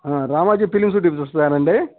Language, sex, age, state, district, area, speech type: Telugu, male, 60+, Andhra Pradesh, Guntur, urban, conversation